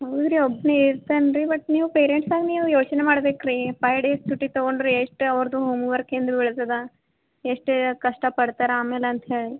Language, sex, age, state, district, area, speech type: Kannada, female, 18-30, Karnataka, Gulbarga, urban, conversation